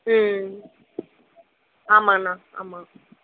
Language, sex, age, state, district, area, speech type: Tamil, female, 18-30, Tamil Nadu, Krishnagiri, rural, conversation